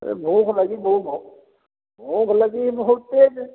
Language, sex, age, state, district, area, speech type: Hindi, male, 60+, Uttar Pradesh, Hardoi, rural, conversation